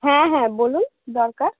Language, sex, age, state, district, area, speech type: Bengali, female, 18-30, West Bengal, North 24 Parganas, urban, conversation